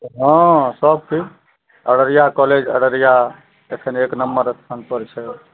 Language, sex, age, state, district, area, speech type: Maithili, male, 45-60, Bihar, Araria, urban, conversation